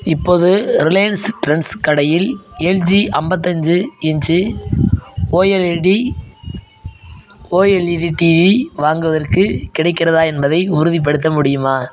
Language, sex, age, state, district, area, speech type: Tamil, male, 18-30, Tamil Nadu, Madurai, rural, read